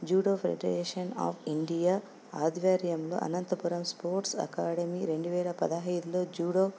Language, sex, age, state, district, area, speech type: Telugu, female, 45-60, Andhra Pradesh, Anantapur, urban, spontaneous